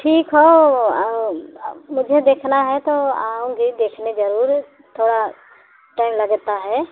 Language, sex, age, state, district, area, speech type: Hindi, female, 45-60, Uttar Pradesh, Jaunpur, rural, conversation